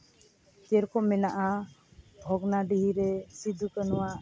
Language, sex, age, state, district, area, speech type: Santali, female, 18-30, West Bengal, Uttar Dinajpur, rural, spontaneous